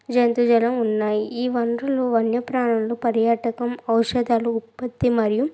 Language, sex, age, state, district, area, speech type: Telugu, female, 18-30, Andhra Pradesh, Krishna, urban, spontaneous